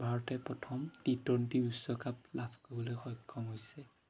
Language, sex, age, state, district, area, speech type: Assamese, male, 30-45, Assam, Jorhat, urban, spontaneous